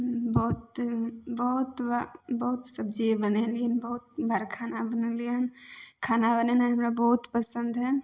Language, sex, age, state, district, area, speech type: Maithili, female, 18-30, Bihar, Samastipur, urban, spontaneous